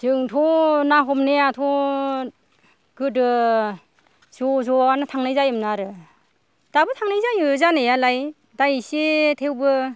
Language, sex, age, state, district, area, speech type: Bodo, female, 60+, Assam, Kokrajhar, rural, spontaneous